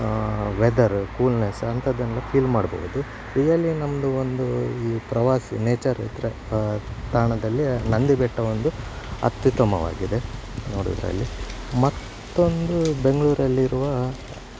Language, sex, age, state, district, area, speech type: Kannada, male, 45-60, Karnataka, Udupi, rural, spontaneous